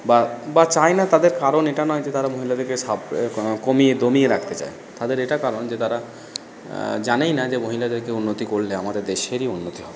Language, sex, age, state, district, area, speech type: Bengali, male, 45-60, West Bengal, Purba Bardhaman, rural, spontaneous